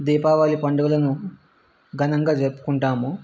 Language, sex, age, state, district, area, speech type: Telugu, male, 30-45, Andhra Pradesh, Vizianagaram, rural, spontaneous